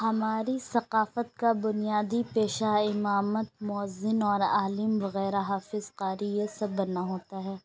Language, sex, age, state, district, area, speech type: Urdu, female, 18-30, Uttar Pradesh, Lucknow, urban, spontaneous